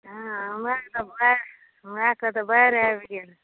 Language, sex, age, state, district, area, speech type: Maithili, female, 60+, Bihar, Saharsa, rural, conversation